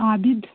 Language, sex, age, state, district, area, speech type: Kashmiri, female, 18-30, Jammu and Kashmir, Pulwama, urban, conversation